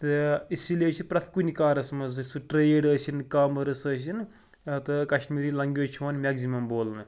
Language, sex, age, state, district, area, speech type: Kashmiri, male, 30-45, Jammu and Kashmir, Pulwama, rural, spontaneous